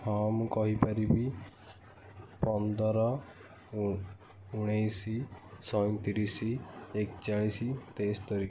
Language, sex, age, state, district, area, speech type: Odia, male, 60+, Odisha, Kendujhar, urban, spontaneous